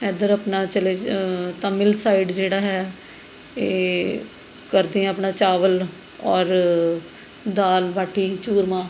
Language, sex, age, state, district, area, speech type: Punjabi, female, 30-45, Punjab, Mohali, urban, spontaneous